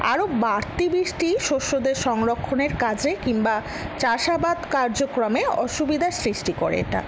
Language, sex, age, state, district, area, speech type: Bengali, female, 60+, West Bengal, Paschim Bardhaman, rural, spontaneous